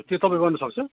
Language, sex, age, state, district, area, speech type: Nepali, male, 30-45, West Bengal, Darjeeling, rural, conversation